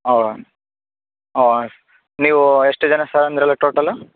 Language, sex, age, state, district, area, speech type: Kannada, male, 30-45, Karnataka, Raichur, rural, conversation